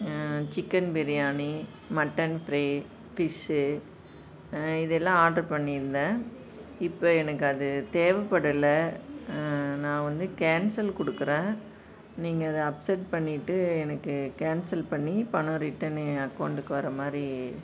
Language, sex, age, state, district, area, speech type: Tamil, female, 60+, Tamil Nadu, Dharmapuri, urban, spontaneous